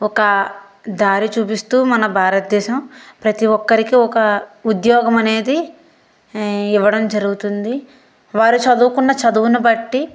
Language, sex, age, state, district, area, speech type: Telugu, female, 18-30, Andhra Pradesh, Palnadu, urban, spontaneous